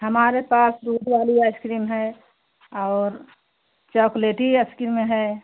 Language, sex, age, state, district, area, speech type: Hindi, female, 60+, Uttar Pradesh, Pratapgarh, rural, conversation